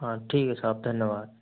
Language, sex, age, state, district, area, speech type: Hindi, male, 30-45, Rajasthan, Jodhpur, urban, conversation